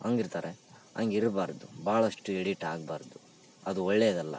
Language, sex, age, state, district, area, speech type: Kannada, male, 18-30, Karnataka, Bellary, rural, spontaneous